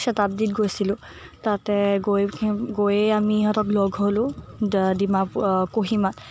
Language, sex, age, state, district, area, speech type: Assamese, female, 18-30, Assam, Morigaon, urban, spontaneous